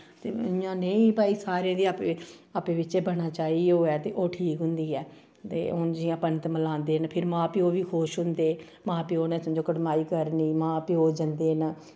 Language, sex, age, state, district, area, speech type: Dogri, female, 45-60, Jammu and Kashmir, Samba, rural, spontaneous